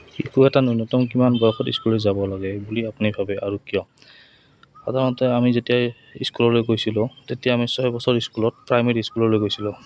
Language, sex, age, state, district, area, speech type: Assamese, male, 30-45, Assam, Goalpara, rural, spontaneous